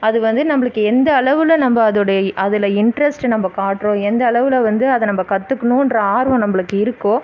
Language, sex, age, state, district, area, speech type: Tamil, female, 30-45, Tamil Nadu, Viluppuram, urban, spontaneous